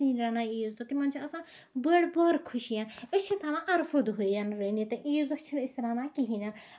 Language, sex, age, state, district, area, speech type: Kashmiri, female, 30-45, Jammu and Kashmir, Ganderbal, rural, spontaneous